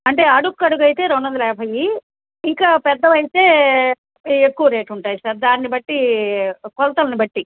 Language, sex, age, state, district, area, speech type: Telugu, female, 60+, Andhra Pradesh, Nellore, urban, conversation